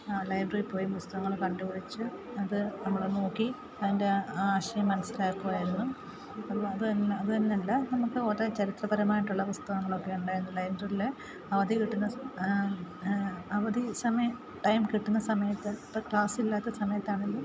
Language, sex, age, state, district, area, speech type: Malayalam, female, 30-45, Kerala, Alappuzha, rural, spontaneous